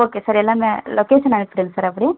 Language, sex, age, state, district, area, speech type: Tamil, female, 18-30, Tamil Nadu, Tenkasi, rural, conversation